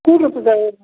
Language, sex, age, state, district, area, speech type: Odia, male, 45-60, Odisha, Nabarangpur, rural, conversation